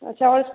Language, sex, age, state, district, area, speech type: Hindi, female, 18-30, Bihar, Muzaffarpur, urban, conversation